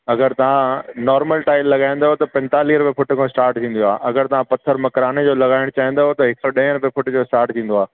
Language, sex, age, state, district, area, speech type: Sindhi, male, 45-60, Delhi, South Delhi, urban, conversation